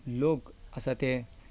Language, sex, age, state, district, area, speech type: Goan Konkani, male, 18-30, Goa, Bardez, urban, spontaneous